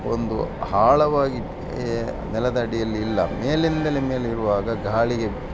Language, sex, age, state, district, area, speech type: Kannada, male, 60+, Karnataka, Dakshina Kannada, rural, spontaneous